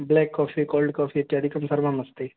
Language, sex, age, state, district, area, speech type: Sanskrit, male, 18-30, Bihar, East Champaran, urban, conversation